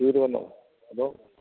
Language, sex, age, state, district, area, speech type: Malayalam, male, 60+, Kerala, Kottayam, urban, conversation